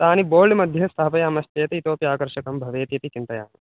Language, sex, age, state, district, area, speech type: Sanskrit, male, 18-30, Telangana, Medak, urban, conversation